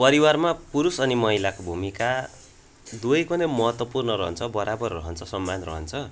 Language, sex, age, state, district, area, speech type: Nepali, male, 18-30, West Bengal, Darjeeling, rural, spontaneous